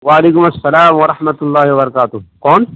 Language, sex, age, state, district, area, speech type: Urdu, male, 30-45, Bihar, East Champaran, urban, conversation